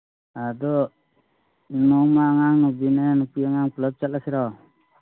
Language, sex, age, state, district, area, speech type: Manipuri, male, 30-45, Manipur, Thoubal, rural, conversation